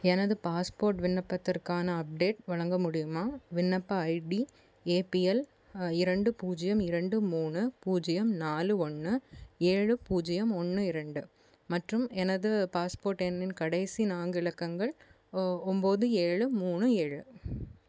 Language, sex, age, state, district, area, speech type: Tamil, female, 18-30, Tamil Nadu, Kanyakumari, urban, read